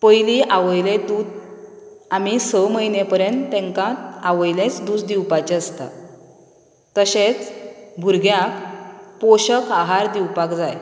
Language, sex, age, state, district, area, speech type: Goan Konkani, female, 30-45, Goa, Canacona, rural, spontaneous